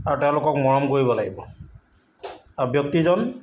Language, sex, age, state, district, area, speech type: Assamese, male, 45-60, Assam, Jorhat, urban, spontaneous